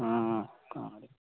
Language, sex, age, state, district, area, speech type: Odia, male, 18-30, Odisha, Koraput, urban, conversation